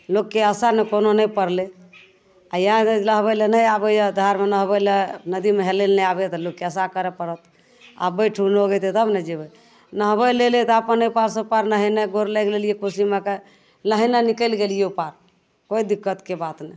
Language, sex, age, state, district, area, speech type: Maithili, female, 45-60, Bihar, Madhepura, rural, spontaneous